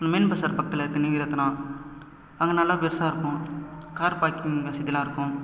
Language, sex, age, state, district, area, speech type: Tamil, male, 30-45, Tamil Nadu, Cuddalore, rural, spontaneous